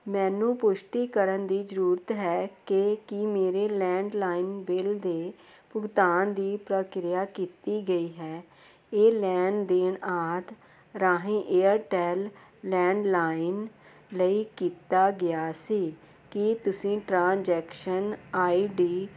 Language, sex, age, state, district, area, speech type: Punjabi, female, 45-60, Punjab, Jalandhar, urban, read